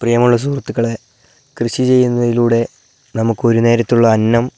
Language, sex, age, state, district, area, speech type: Malayalam, male, 18-30, Kerala, Wayanad, rural, spontaneous